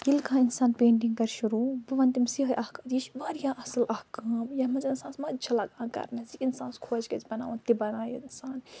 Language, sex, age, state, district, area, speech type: Kashmiri, female, 45-60, Jammu and Kashmir, Ganderbal, urban, spontaneous